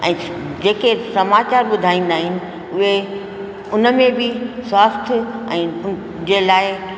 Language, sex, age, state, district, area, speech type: Sindhi, female, 60+, Rajasthan, Ajmer, urban, spontaneous